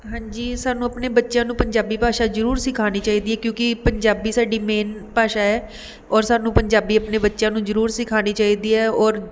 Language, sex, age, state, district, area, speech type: Punjabi, female, 30-45, Punjab, Mohali, urban, spontaneous